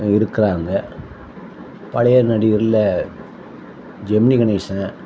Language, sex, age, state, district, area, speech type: Tamil, male, 45-60, Tamil Nadu, Thoothukudi, urban, spontaneous